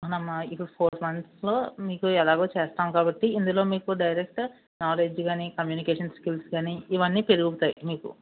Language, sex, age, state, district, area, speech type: Telugu, male, 60+, Andhra Pradesh, West Godavari, rural, conversation